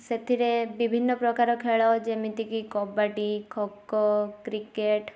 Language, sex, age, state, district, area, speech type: Odia, female, 18-30, Odisha, Balasore, rural, spontaneous